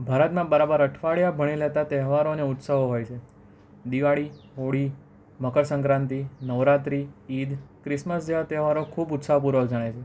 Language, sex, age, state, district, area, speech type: Gujarati, male, 18-30, Gujarat, Anand, urban, spontaneous